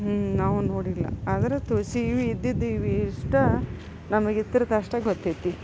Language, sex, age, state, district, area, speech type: Kannada, female, 45-60, Karnataka, Gadag, rural, spontaneous